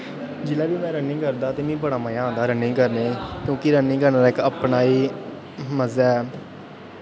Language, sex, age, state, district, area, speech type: Dogri, male, 18-30, Jammu and Kashmir, Kathua, rural, spontaneous